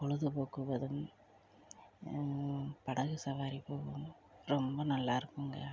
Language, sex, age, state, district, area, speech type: Tamil, female, 45-60, Tamil Nadu, Perambalur, rural, spontaneous